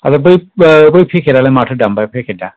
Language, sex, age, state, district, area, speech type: Bodo, male, 45-60, Assam, Kokrajhar, urban, conversation